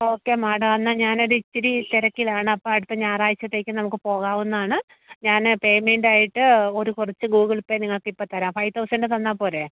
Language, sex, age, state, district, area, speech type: Malayalam, female, 30-45, Kerala, Kottayam, rural, conversation